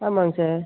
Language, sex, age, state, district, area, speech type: Tamil, female, 18-30, Tamil Nadu, Pudukkottai, rural, conversation